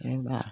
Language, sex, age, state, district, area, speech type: Hindi, female, 60+, Uttar Pradesh, Lucknow, urban, spontaneous